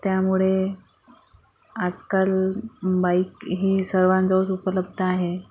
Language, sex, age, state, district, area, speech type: Marathi, female, 45-60, Maharashtra, Akola, rural, spontaneous